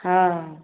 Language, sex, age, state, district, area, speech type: Maithili, female, 45-60, Bihar, Sitamarhi, rural, conversation